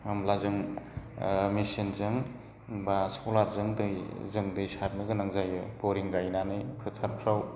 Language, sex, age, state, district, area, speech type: Bodo, male, 30-45, Assam, Udalguri, rural, spontaneous